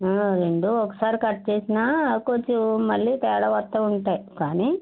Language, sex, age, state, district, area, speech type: Telugu, female, 60+, Andhra Pradesh, West Godavari, rural, conversation